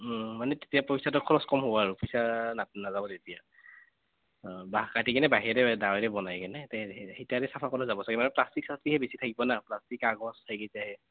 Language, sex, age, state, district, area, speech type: Assamese, male, 18-30, Assam, Goalpara, urban, conversation